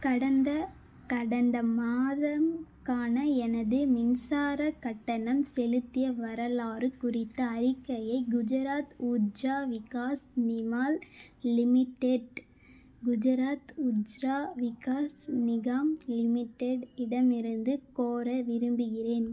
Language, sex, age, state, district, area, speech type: Tamil, female, 18-30, Tamil Nadu, Vellore, urban, read